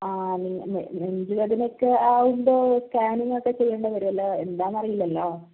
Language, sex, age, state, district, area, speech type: Malayalam, female, 18-30, Kerala, Kozhikode, rural, conversation